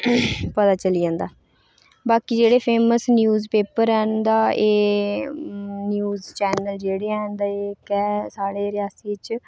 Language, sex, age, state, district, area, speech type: Dogri, female, 18-30, Jammu and Kashmir, Reasi, rural, spontaneous